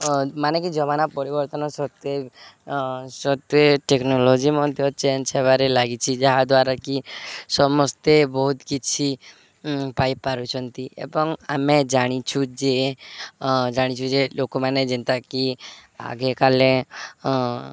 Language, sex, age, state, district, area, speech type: Odia, male, 18-30, Odisha, Subarnapur, urban, spontaneous